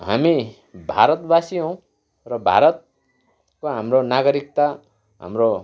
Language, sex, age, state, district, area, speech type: Nepali, male, 45-60, West Bengal, Kalimpong, rural, spontaneous